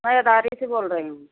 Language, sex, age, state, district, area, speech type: Hindi, female, 60+, Uttar Pradesh, Jaunpur, rural, conversation